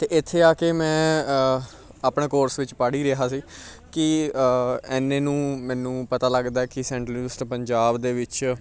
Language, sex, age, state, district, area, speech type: Punjabi, male, 18-30, Punjab, Bathinda, urban, spontaneous